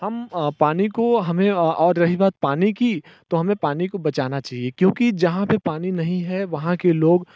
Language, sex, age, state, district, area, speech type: Hindi, male, 30-45, Uttar Pradesh, Mirzapur, rural, spontaneous